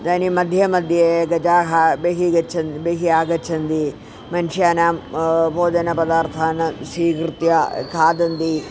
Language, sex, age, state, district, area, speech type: Sanskrit, female, 45-60, Kerala, Thiruvananthapuram, urban, spontaneous